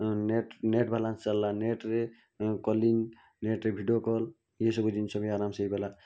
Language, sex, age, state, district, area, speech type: Odia, male, 45-60, Odisha, Bhadrak, rural, spontaneous